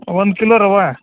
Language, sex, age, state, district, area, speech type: Kannada, male, 30-45, Karnataka, Dharwad, urban, conversation